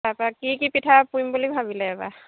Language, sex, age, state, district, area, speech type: Assamese, female, 60+, Assam, Dhemaji, rural, conversation